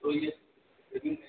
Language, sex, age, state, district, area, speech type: Hindi, male, 18-30, Rajasthan, Jaipur, urban, conversation